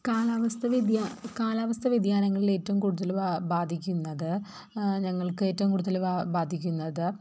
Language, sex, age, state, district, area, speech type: Malayalam, female, 30-45, Kerala, Thrissur, rural, spontaneous